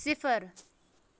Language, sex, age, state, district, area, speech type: Kashmiri, female, 18-30, Jammu and Kashmir, Bandipora, rural, read